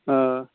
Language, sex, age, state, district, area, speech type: Kashmiri, male, 30-45, Jammu and Kashmir, Bandipora, rural, conversation